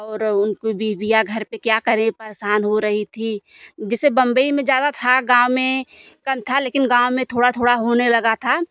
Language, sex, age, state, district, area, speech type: Hindi, female, 45-60, Uttar Pradesh, Jaunpur, rural, spontaneous